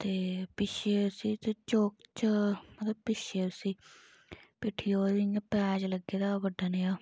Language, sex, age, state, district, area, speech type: Dogri, female, 45-60, Jammu and Kashmir, Reasi, rural, spontaneous